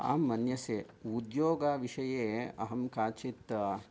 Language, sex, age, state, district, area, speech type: Sanskrit, male, 45-60, Karnataka, Bangalore Urban, urban, spontaneous